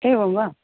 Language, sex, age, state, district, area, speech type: Sanskrit, female, 45-60, Maharashtra, Nagpur, urban, conversation